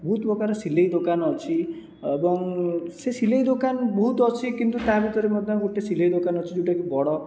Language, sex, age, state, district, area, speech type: Odia, male, 18-30, Odisha, Jajpur, rural, spontaneous